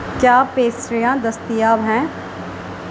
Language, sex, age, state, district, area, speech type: Urdu, female, 18-30, Uttar Pradesh, Gautam Buddha Nagar, rural, read